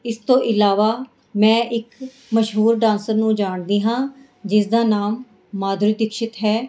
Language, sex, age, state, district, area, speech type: Punjabi, female, 45-60, Punjab, Mohali, urban, spontaneous